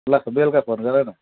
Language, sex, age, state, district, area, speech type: Nepali, male, 45-60, West Bengal, Jalpaiguri, rural, conversation